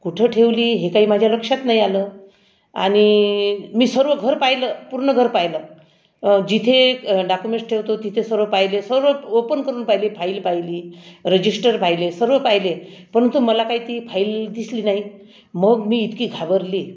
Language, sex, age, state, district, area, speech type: Marathi, female, 60+, Maharashtra, Akola, rural, spontaneous